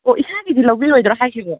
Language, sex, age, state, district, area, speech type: Manipuri, female, 18-30, Manipur, Kangpokpi, urban, conversation